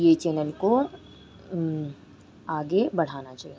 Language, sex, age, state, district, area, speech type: Hindi, female, 18-30, Madhya Pradesh, Chhindwara, urban, spontaneous